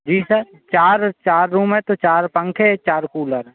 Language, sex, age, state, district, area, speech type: Hindi, male, 18-30, Madhya Pradesh, Hoshangabad, urban, conversation